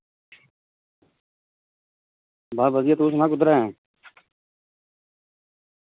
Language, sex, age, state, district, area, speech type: Dogri, male, 60+, Jammu and Kashmir, Reasi, rural, conversation